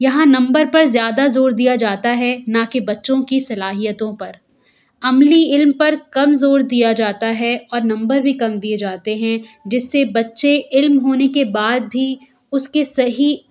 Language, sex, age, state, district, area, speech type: Urdu, female, 30-45, Delhi, South Delhi, urban, spontaneous